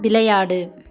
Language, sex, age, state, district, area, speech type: Tamil, female, 18-30, Tamil Nadu, Thoothukudi, rural, read